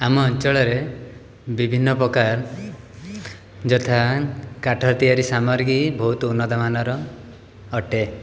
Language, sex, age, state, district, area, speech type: Odia, male, 30-45, Odisha, Jajpur, rural, spontaneous